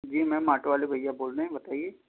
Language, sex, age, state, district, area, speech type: Urdu, male, 18-30, Uttar Pradesh, Balrampur, rural, conversation